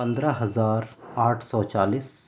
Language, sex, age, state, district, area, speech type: Urdu, male, 30-45, Delhi, South Delhi, rural, spontaneous